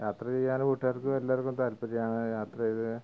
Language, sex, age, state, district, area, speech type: Malayalam, male, 45-60, Kerala, Malappuram, rural, spontaneous